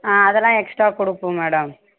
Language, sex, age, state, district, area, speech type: Tamil, female, 18-30, Tamil Nadu, Kallakurichi, rural, conversation